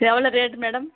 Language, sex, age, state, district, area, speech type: Tamil, female, 30-45, Tamil Nadu, Tirupattur, rural, conversation